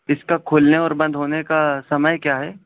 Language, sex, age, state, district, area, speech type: Urdu, male, 18-30, Delhi, East Delhi, urban, conversation